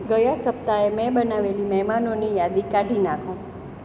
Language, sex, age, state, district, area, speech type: Gujarati, female, 30-45, Gujarat, Surat, urban, read